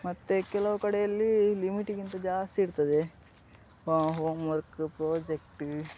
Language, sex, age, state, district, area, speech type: Kannada, male, 18-30, Karnataka, Udupi, rural, spontaneous